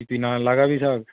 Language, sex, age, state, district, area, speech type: Bengali, male, 18-30, West Bengal, Paschim Medinipur, rural, conversation